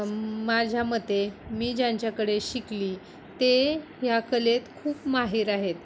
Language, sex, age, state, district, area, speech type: Marathi, female, 30-45, Maharashtra, Ratnagiri, rural, spontaneous